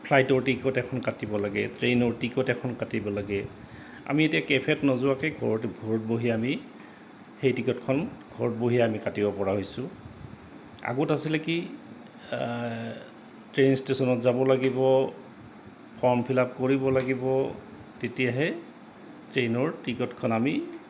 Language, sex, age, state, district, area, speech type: Assamese, male, 45-60, Assam, Goalpara, urban, spontaneous